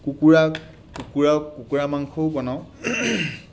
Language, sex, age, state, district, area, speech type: Assamese, male, 30-45, Assam, Sivasagar, urban, spontaneous